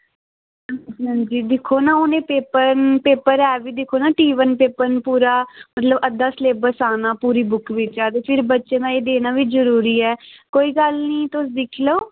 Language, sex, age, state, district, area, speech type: Dogri, female, 18-30, Jammu and Kashmir, Udhampur, rural, conversation